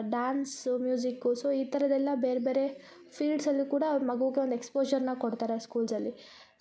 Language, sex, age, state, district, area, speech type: Kannada, female, 18-30, Karnataka, Koppal, rural, spontaneous